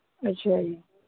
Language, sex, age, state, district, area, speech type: Punjabi, male, 18-30, Punjab, Mohali, rural, conversation